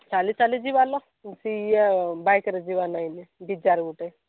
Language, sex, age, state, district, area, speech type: Odia, female, 18-30, Odisha, Nabarangpur, urban, conversation